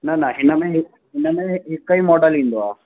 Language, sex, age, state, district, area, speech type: Sindhi, male, 18-30, Delhi, South Delhi, urban, conversation